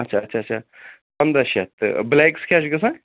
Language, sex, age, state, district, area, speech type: Kashmiri, male, 18-30, Jammu and Kashmir, Bandipora, rural, conversation